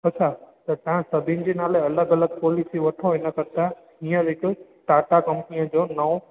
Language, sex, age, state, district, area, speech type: Sindhi, male, 18-30, Gujarat, Junagadh, urban, conversation